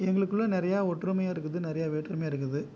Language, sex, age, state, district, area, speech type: Tamil, male, 30-45, Tamil Nadu, Viluppuram, rural, spontaneous